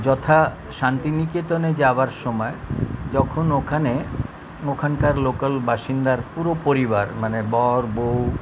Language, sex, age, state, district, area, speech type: Bengali, male, 60+, West Bengal, Kolkata, urban, spontaneous